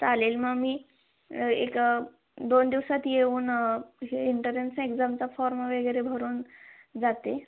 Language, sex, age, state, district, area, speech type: Marathi, female, 18-30, Maharashtra, Sangli, rural, conversation